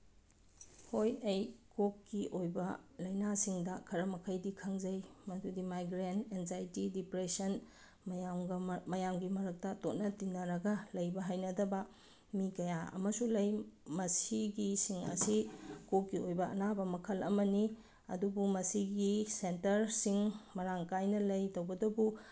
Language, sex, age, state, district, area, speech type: Manipuri, female, 30-45, Manipur, Bishnupur, rural, spontaneous